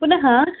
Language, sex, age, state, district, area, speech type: Sanskrit, female, 18-30, Karnataka, Bangalore Rural, rural, conversation